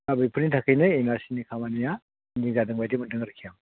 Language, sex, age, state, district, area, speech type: Bodo, other, 60+, Assam, Chirang, rural, conversation